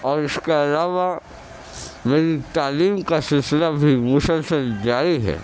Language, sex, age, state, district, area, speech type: Urdu, male, 30-45, Delhi, Central Delhi, urban, spontaneous